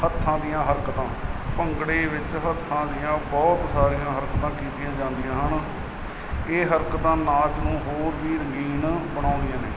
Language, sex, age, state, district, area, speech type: Punjabi, male, 30-45, Punjab, Barnala, rural, spontaneous